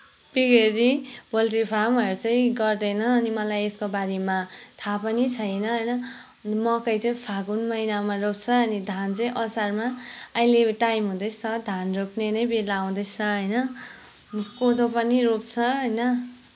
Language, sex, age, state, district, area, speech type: Nepali, female, 18-30, West Bengal, Kalimpong, rural, spontaneous